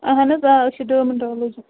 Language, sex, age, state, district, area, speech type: Kashmiri, female, 18-30, Jammu and Kashmir, Budgam, rural, conversation